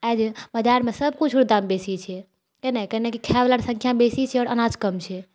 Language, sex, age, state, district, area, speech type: Maithili, female, 18-30, Bihar, Purnia, rural, spontaneous